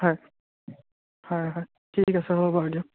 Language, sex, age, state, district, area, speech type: Assamese, male, 30-45, Assam, Sonitpur, urban, conversation